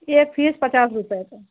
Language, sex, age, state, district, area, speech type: Hindi, female, 60+, Uttar Pradesh, Pratapgarh, rural, conversation